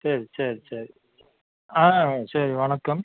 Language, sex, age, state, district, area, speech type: Tamil, male, 60+, Tamil Nadu, Nilgiris, rural, conversation